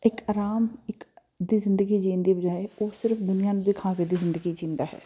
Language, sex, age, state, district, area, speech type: Punjabi, female, 30-45, Punjab, Jalandhar, urban, spontaneous